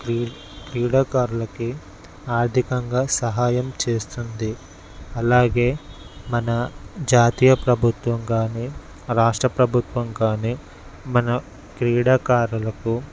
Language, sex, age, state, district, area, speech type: Telugu, male, 18-30, Telangana, Mulugu, rural, spontaneous